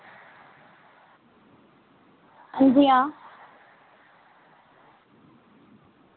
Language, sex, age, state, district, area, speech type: Dogri, female, 30-45, Jammu and Kashmir, Reasi, rural, conversation